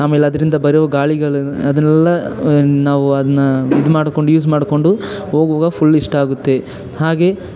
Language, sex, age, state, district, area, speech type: Kannada, male, 18-30, Karnataka, Chamarajanagar, urban, spontaneous